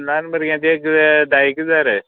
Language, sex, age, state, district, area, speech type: Goan Konkani, male, 30-45, Goa, Murmgao, rural, conversation